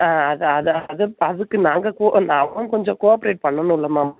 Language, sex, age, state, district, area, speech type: Tamil, female, 30-45, Tamil Nadu, Theni, rural, conversation